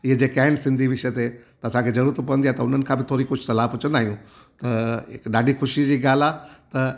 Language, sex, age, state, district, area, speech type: Sindhi, male, 60+, Gujarat, Junagadh, rural, spontaneous